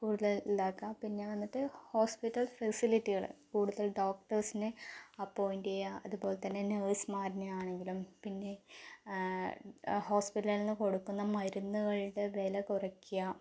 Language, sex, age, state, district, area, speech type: Malayalam, female, 18-30, Kerala, Palakkad, urban, spontaneous